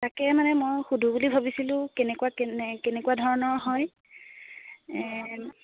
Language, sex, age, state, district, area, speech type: Assamese, female, 18-30, Assam, Biswanath, rural, conversation